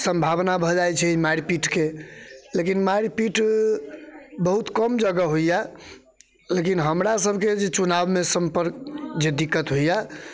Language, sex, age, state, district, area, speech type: Maithili, male, 30-45, Bihar, Muzaffarpur, urban, spontaneous